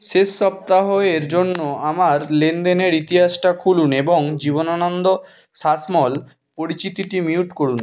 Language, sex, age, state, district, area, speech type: Bengali, male, 18-30, West Bengal, Bankura, urban, read